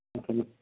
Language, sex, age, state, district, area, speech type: Telugu, male, 18-30, Andhra Pradesh, Nellore, rural, conversation